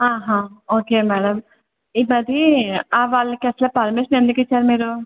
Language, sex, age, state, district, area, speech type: Telugu, female, 30-45, Andhra Pradesh, Anakapalli, urban, conversation